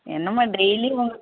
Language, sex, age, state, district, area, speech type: Tamil, female, 45-60, Tamil Nadu, Ariyalur, rural, conversation